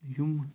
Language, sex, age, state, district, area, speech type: Kashmiri, male, 18-30, Jammu and Kashmir, Kupwara, rural, spontaneous